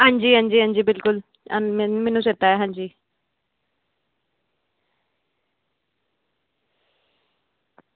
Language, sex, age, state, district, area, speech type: Dogri, female, 18-30, Jammu and Kashmir, Samba, urban, conversation